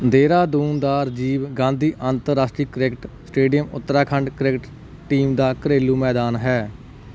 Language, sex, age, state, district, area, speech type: Punjabi, male, 30-45, Punjab, Kapurthala, urban, read